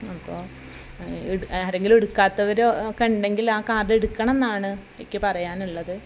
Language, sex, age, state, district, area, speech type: Malayalam, female, 45-60, Kerala, Malappuram, rural, spontaneous